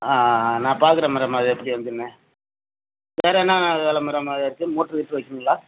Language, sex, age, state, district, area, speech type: Tamil, male, 30-45, Tamil Nadu, Thanjavur, rural, conversation